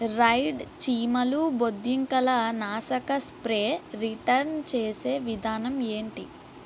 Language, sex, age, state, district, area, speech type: Telugu, female, 60+, Andhra Pradesh, Kakinada, rural, read